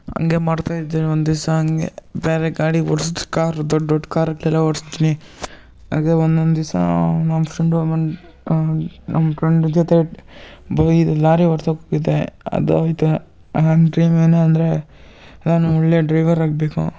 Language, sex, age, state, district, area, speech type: Kannada, male, 18-30, Karnataka, Kolar, rural, spontaneous